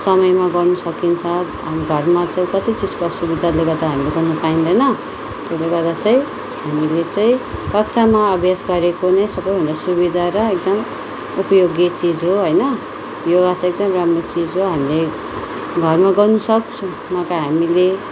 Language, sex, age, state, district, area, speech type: Nepali, female, 30-45, West Bengal, Darjeeling, rural, spontaneous